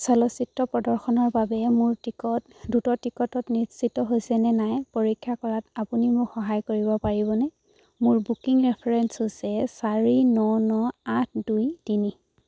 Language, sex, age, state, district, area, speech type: Assamese, female, 18-30, Assam, Charaideo, rural, read